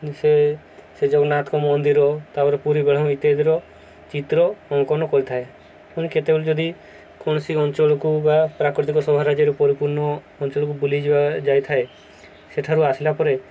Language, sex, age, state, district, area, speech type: Odia, male, 18-30, Odisha, Subarnapur, urban, spontaneous